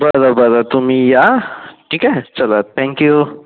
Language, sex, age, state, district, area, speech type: Marathi, male, 45-60, Maharashtra, Nagpur, rural, conversation